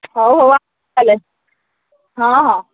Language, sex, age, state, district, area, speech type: Odia, female, 60+, Odisha, Angul, rural, conversation